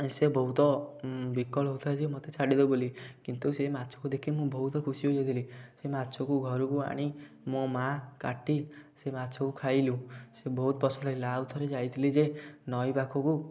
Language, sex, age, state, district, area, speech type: Odia, male, 18-30, Odisha, Kendujhar, urban, spontaneous